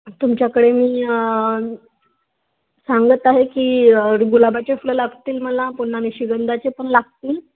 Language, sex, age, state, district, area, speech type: Marathi, female, 18-30, Maharashtra, Wardha, rural, conversation